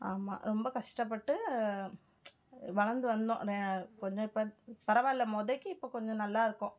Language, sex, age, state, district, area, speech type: Tamil, female, 30-45, Tamil Nadu, Madurai, urban, spontaneous